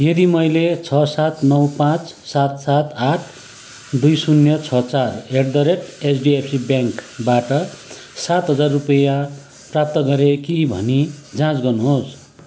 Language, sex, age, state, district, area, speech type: Nepali, male, 45-60, West Bengal, Kalimpong, rural, read